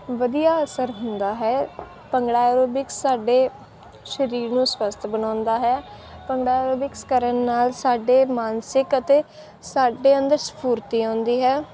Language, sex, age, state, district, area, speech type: Punjabi, female, 18-30, Punjab, Faridkot, urban, spontaneous